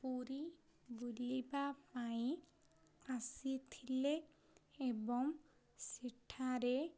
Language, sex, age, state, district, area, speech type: Odia, female, 18-30, Odisha, Ganjam, urban, spontaneous